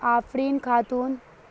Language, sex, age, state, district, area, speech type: Urdu, female, 45-60, Bihar, Supaul, rural, spontaneous